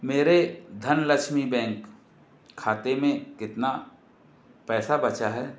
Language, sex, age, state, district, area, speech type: Hindi, male, 60+, Madhya Pradesh, Balaghat, rural, read